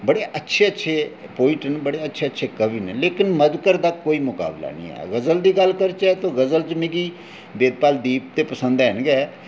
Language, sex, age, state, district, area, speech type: Dogri, male, 45-60, Jammu and Kashmir, Jammu, urban, spontaneous